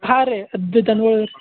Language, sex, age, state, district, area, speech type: Kannada, male, 45-60, Karnataka, Belgaum, rural, conversation